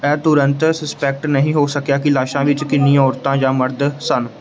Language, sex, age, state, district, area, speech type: Punjabi, male, 18-30, Punjab, Gurdaspur, urban, read